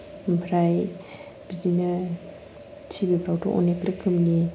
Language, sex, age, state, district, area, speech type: Bodo, female, 18-30, Assam, Kokrajhar, urban, spontaneous